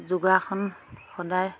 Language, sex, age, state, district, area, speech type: Assamese, female, 30-45, Assam, Lakhimpur, rural, spontaneous